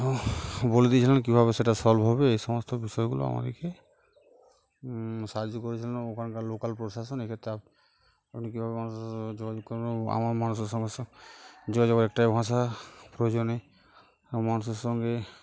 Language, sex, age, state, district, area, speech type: Bengali, male, 45-60, West Bengal, Uttar Dinajpur, urban, spontaneous